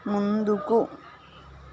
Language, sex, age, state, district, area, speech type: Telugu, female, 30-45, Andhra Pradesh, Visakhapatnam, urban, read